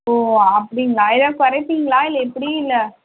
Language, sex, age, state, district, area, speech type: Tamil, female, 45-60, Tamil Nadu, Kanchipuram, urban, conversation